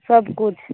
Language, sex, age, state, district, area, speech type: Maithili, female, 18-30, Bihar, Araria, urban, conversation